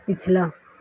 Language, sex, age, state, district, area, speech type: Hindi, female, 18-30, Madhya Pradesh, Harda, rural, read